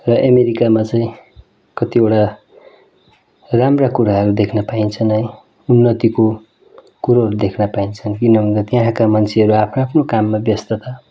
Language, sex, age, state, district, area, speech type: Nepali, male, 30-45, West Bengal, Darjeeling, rural, spontaneous